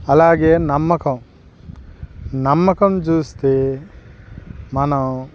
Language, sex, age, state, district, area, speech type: Telugu, male, 45-60, Andhra Pradesh, Guntur, rural, spontaneous